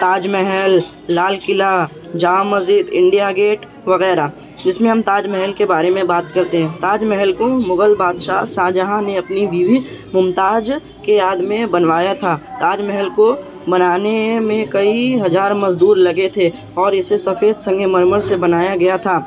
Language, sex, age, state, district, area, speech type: Urdu, male, 18-30, Bihar, Darbhanga, urban, spontaneous